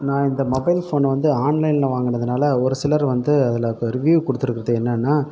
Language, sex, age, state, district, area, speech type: Tamil, male, 18-30, Tamil Nadu, Pudukkottai, rural, spontaneous